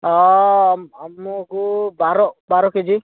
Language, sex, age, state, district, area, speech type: Odia, male, 18-30, Odisha, Bhadrak, rural, conversation